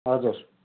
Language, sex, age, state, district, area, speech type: Nepali, male, 30-45, West Bengal, Darjeeling, rural, conversation